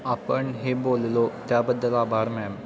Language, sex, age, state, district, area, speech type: Marathi, male, 18-30, Maharashtra, Kolhapur, urban, read